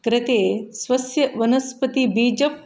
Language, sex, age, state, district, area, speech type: Sanskrit, female, 45-60, Karnataka, Shimoga, rural, spontaneous